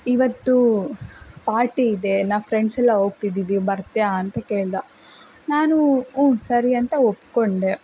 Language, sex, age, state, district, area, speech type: Kannada, female, 18-30, Karnataka, Davanagere, rural, spontaneous